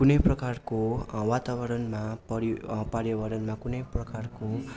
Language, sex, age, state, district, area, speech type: Nepali, male, 18-30, West Bengal, Darjeeling, rural, spontaneous